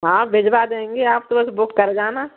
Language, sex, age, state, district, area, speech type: Hindi, female, 30-45, Madhya Pradesh, Gwalior, rural, conversation